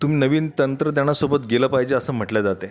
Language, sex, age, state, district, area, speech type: Marathi, male, 45-60, Maharashtra, Buldhana, rural, spontaneous